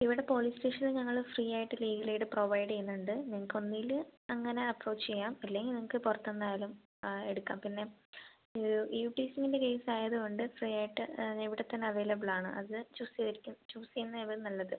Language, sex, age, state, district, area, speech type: Malayalam, female, 18-30, Kerala, Thiruvananthapuram, rural, conversation